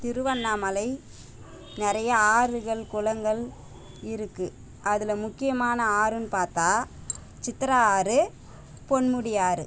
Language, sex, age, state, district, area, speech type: Tamil, female, 30-45, Tamil Nadu, Tiruvannamalai, rural, spontaneous